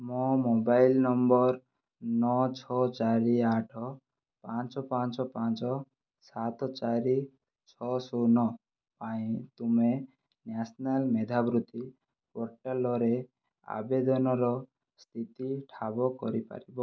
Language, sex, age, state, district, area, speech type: Odia, male, 30-45, Odisha, Kandhamal, rural, read